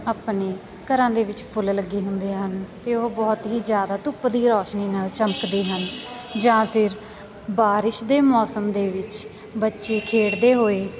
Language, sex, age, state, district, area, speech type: Punjabi, female, 18-30, Punjab, Sangrur, rural, spontaneous